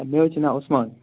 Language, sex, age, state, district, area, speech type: Kashmiri, male, 18-30, Jammu and Kashmir, Anantnag, rural, conversation